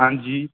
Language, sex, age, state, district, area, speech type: Dogri, male, 18-30, Jammu and Kashmir, Udhampur, rural, conversation